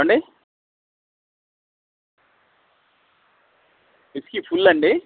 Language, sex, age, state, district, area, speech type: Telugu, male, 60+, Andhra Pradesh, Eluru, rural, conversation